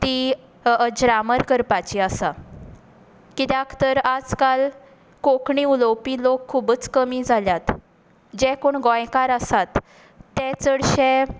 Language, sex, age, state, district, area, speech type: Goan Konkani, female, 18-30, Goa, Tiswadi, rural, spontaneous